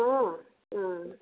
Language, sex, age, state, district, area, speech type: Nepali, female, 60+, West Bengal, Jalpaiguri, rural, conversation